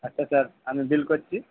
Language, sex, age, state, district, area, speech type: Bengali, male, 45-60, West Bengal, Purba Medinipur, rural, conversation